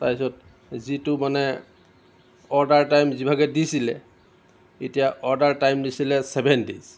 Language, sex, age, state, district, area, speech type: Assamese, male, 45-60, Assam, Lakhimpur, rural, spontaneous